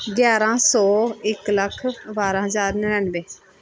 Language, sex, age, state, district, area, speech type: Punjabi, female, 30-45, Punjab, Pathankot, rural, spontaneous